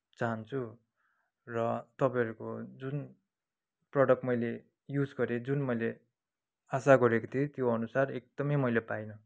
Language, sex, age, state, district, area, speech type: Nepali, male, 30-45, West Bengal, Kalimpong, rural, spontaneous